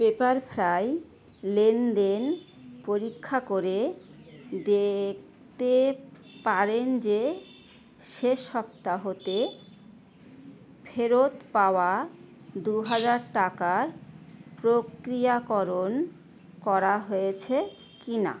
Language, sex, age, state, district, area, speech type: Bengali, female, 30-45, West Bengal, Howrah, urban, read